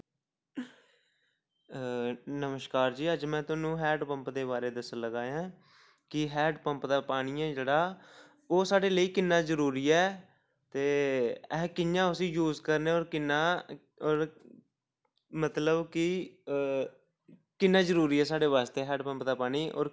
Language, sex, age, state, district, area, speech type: Dogri, male, 18-30, Jammu and Kashmir, Samba, rural, spontaneous